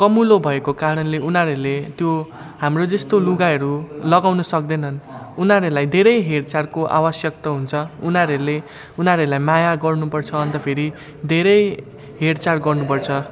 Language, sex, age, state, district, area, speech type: Nepali, male, 18-30, West Bengal, Jalpaiguri, rural, spontaneous